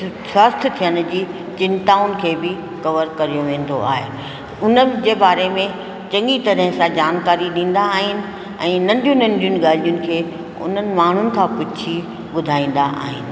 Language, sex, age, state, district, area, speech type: Sindhi, female, 60+, Rajasthan, Ajmer, urban, spontaneous